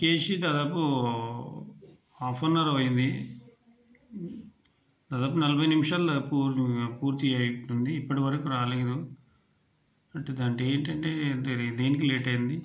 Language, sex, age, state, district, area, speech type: Telugu, male, 30-45, Telangana, Mancherial, rural, spontaneous